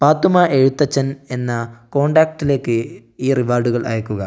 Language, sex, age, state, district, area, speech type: Malayalam, male, 18-30, Kerala, Wayanad, rural, read